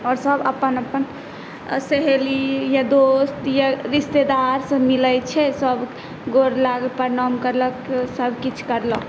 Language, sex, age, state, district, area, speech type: Maithili, female, 18-30, Bihar, Saharsa, rural, spontaneous